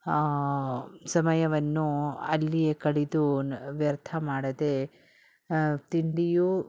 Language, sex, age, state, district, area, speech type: Kannada, female, 60+, Karnataka, Bangalore Urban, rural, spontaneous